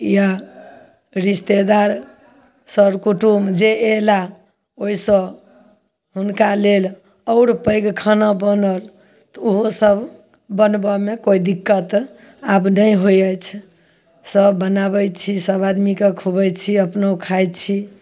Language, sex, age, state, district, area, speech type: Maithili, female, 45-60, Bihar, Samastipur, rural, spontaneous